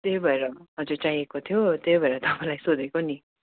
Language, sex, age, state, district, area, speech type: Nepali, female, 45-60, West Bengal, Darjeeling, rural, conversation